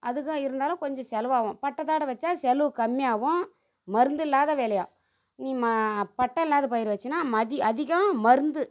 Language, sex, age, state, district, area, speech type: Tamil, female, 45-60, Tamil Nadu, Tiruvannamalai, rural, spontaneous